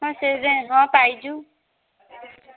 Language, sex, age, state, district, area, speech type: Odia, female, 45-60, Odisha, Angul, rural, conversation